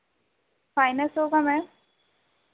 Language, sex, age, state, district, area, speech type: Hindi, female, 18-30, Madhya Pradesh, Chhindwara, urban, conversation